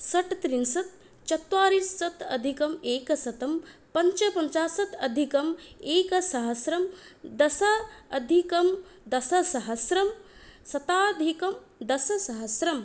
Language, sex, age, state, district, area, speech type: Sanskrit, female, 18-30, Odisha, Puri, rural, spontaneous